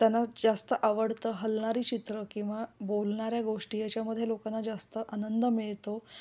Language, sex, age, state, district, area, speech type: Marathi, female, 45-60, Maharashtra, Kolhapur, urban, spontaneous